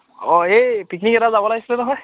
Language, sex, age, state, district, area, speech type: Assamese, male, 30-45, Assam, Biswanath, rural, conversation